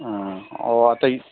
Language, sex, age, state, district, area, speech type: Manipuri, male, 60+, Manipur, Thoubal, rural, conversation